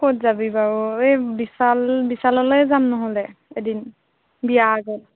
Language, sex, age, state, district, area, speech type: Assamese, female, 18-30, Assam, Golaghat, urban, conversation